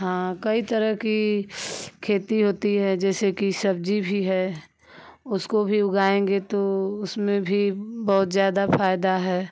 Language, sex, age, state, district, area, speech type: Hindi, female, 30-45, Uttar Pradesh, Ghazipur, rural, spontaneous